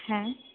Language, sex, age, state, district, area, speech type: Bengali, female, 18-30, West Bengal, Purulia, urban, conversation